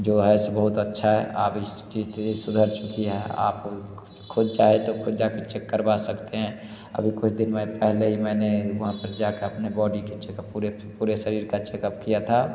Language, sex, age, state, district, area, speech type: Hindi, male, 30-45, Bihar, Darbhanga, rural, spontaneous